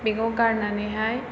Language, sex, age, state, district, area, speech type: Bodo, female, 18-30, Assam, Chirang, urban, spontaneous